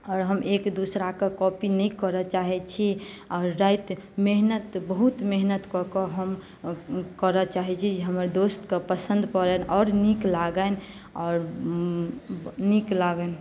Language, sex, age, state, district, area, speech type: Maithili, female, 18-30, Bihar, Madhubani, rural, spontaneous